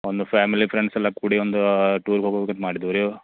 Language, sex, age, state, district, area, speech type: Kannada, male, 30-45, Karnataka, Belgaum, rural, conversation